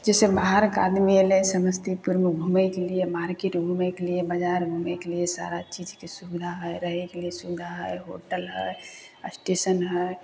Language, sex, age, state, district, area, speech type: Maithili, female, 30-45, Bihar, Samastipur, rural, spontaneous